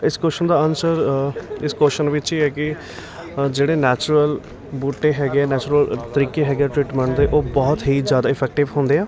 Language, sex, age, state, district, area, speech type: Punjabi, male, 18-30, Punjab, Patiala, urban, spontaneous